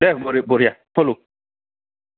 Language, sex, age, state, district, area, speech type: Assamese, male, 45-60, Assam, Goalpara, urban, conversation